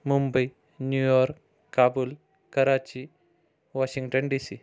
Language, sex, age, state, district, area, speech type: Marathi, male, 45-60, Maharashtra, Amravati, urban, spontaneous